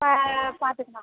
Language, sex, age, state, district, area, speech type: Tamil, female, 60+, Tamil Nadu, Cuddalore, rural, conversation